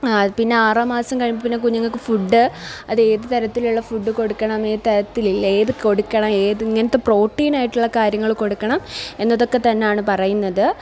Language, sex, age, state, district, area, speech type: Malayalam, female, 18-30, Kerala, Kollam, rural, spontaneous